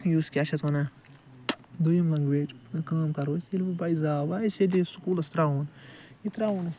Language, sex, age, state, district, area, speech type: Kashmiri, male, 30-45, Jammu and Kashmir, Ganderbal, urban, spontaneous